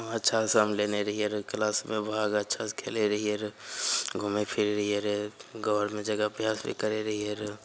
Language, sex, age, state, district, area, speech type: Maithili, male, 30-45, Bihar, Begusarai, urban, spontaneous